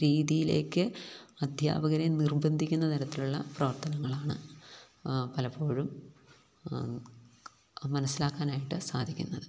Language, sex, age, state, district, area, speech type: Malayalam, female, 45-60, Kerala, Idukki, rural, spontaneous